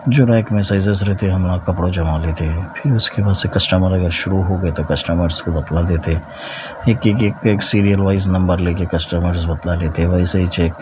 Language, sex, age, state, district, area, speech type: Urdu, male, 45-60, Telangana, Hyderabad, urban, spontaneous